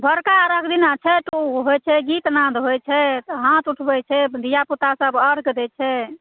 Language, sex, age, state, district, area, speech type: Maithili, female, 45-60, Bihar, Supaul, rural, conversation